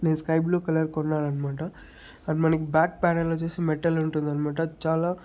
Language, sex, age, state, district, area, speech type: Telugu, male, 30-45, Andhra Pradesh, Chittoor, rural, spontaneous